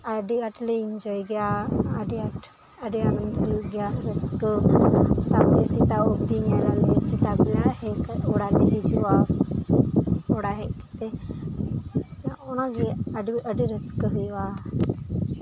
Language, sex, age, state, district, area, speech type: Santali, female, 18-30, West Bengal, Birbhum, rural, spontaneous